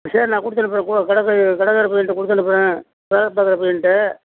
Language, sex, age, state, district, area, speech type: Tamil, male, 60+, Tamil Nadu, Nagapattinam, rural, conversation